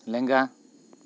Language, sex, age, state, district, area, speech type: Santali, male, 30-45, West Bengal, Bankura, rural, read